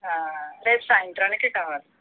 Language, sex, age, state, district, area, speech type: Telugu, female, 60+, Andhra Pradesh, Eluru, rural, conversation